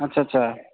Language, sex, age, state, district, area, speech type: Maithili, male, 30-45, Bihar, Supaul, rural, conversation